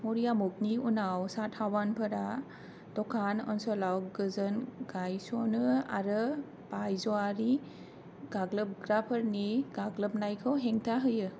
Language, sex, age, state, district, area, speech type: Bodo, female, 18-30, Assam, Kokrajhar, rural, read